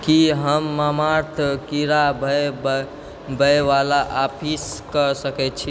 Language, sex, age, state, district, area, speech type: Maithili, female, 30-45, Bihar, Purnia, urban, read